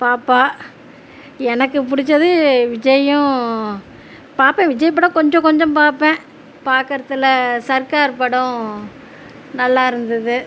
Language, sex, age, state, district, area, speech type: Tamil, female, 45-60, Tamil Nadu, Tiruchirappalli, rural, spontaneous